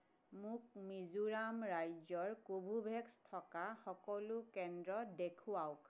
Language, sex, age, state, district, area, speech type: Assamese, female, 45-60, Assam, Tinsukia, urban, read